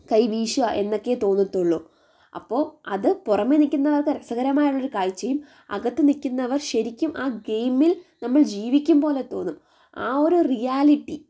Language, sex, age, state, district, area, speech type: Malayalam, female, 18-30, Kerala, Thiruvananthapuram, urban, spontaneous